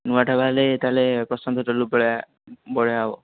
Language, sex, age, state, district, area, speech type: Odia, male, 30-45, Odisha, Nayagarh, rural, conversation